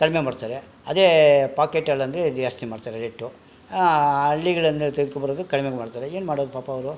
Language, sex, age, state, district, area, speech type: Kannada, male, 45-60, Karnataka, Bangalore Rural, rural, spontaneous